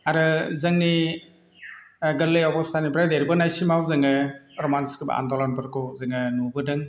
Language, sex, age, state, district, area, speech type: Bodo, male, 45-60, Assam, Chirang, rural, spontaneous